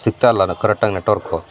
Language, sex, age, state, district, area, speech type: Kannada, male, 18-30, Karnataka, Shimoga, urban, spontaneous